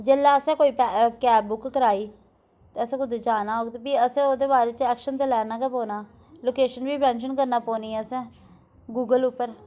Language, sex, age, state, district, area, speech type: Dogri, female, 18-30, Jammu and Kashmir, Udhampur, rural, spontaneous